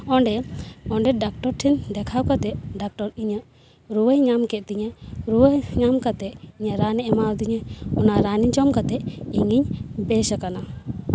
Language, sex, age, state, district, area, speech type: Santali, female, 18-30, West Bengal, Paschim Bardhaman, rural, spontaneous